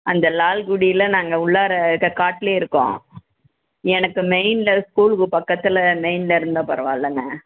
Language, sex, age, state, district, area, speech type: Tamil, female, 60+, Tamil Nadu, Perambalur, rural, conversation